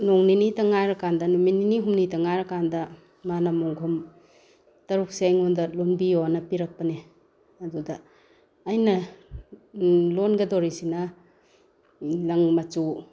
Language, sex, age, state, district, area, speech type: Manipuri, female, 45-60, Manipur, Bishnupur, rural, spontaneous